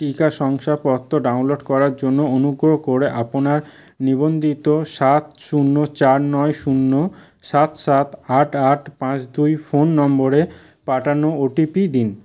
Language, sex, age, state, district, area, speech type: Bengali, male, 30-45, West Bengal, South 24 Parganas, rural, read